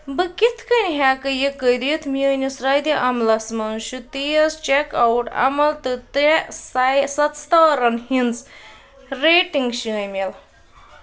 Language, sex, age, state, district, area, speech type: Kashmiri, female, 30-45, Jammu and Kashmir, Ganderbal, rural, read